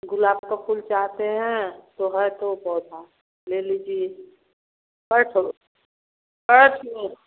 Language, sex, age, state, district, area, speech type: Hindi, female, 60+, Uttar Pradesh, Varanasi, rural, conversation